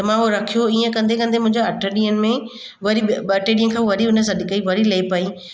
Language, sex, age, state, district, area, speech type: Sindhi, female, 30-45, Maharashtra, Mumbai Suburban, urban, spontaneous